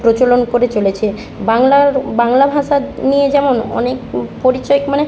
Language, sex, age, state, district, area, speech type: Bengali, female, 18-30, West Bengal, Jhargram, rural, spontaneous